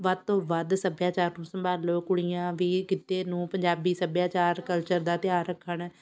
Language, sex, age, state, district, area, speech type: Punjabi, female, 30-45, Punjab, Shaheed Bhagat Singh Nagar, rural, spontaneous